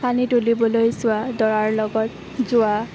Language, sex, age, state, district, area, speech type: Assamese, female, 18-30, Assam, Kamrup Metropolitan, urban, spontaneous